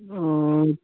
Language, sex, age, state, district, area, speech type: Assamese, male, 18-30, Assam, Charaideo, rural, conversation